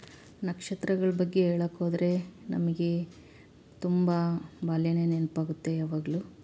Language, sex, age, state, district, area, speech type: Kannada, female, 30-45, Karnataka, Chitradurga, urban, spontaneous